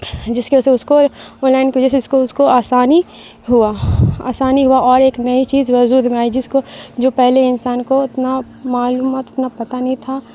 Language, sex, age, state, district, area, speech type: Urdu, female, 30-45, Bihar, Supaul, rural, spontaneous